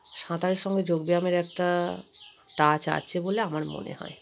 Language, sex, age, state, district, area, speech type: Bengali, female, 30-45, West Bengal, Darjeeling, rural, spontaneous